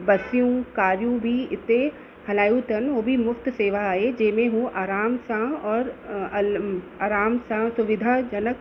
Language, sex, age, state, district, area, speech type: Sindhi, female, 30-45, Uttar Pradesh, Lucknow, urban, spontaneous